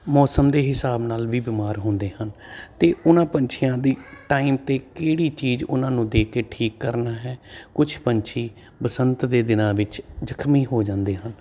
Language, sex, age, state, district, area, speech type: Punjabi, male, 30-45, Punjab, Jalandhar, urban, spontaneous